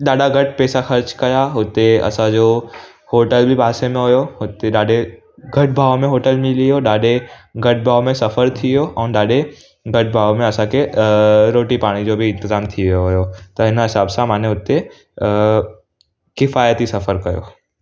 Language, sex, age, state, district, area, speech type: Sindhi, male, 18-30, Gujarat, Surat, urban, spontaneous